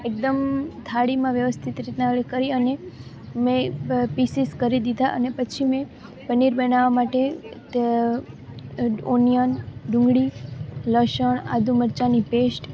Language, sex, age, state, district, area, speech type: Gujarati, female, 18-30, Gujarat, Junagadh, rural, spontaneous